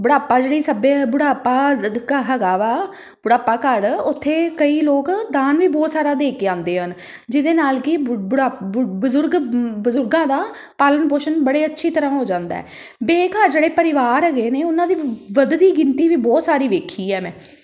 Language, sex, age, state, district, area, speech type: Punjabi, female, 30-45, Punjab, Amritsar, urban, spontaneous